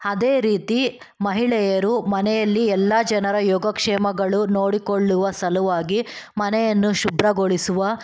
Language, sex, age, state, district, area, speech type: Kannada, female, 18-30, Karnataka, Chikkaballapur, rural, spontaneous